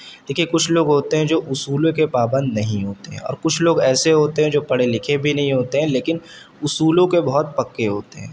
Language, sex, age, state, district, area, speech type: Urdu, male, 18-30, Uttar Pradesh, Shahjahanpur, urban, spontaneous